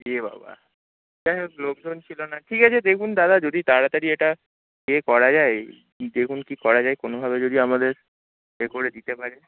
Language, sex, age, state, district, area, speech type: Bengali, male, 30-45, West Bengal, Howrah, urban, conversation